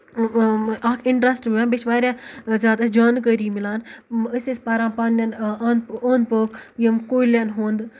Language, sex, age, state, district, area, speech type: Kashmiri, female, 18-30, Jammu and Kashmir, Ganderbal, rural, spontaneous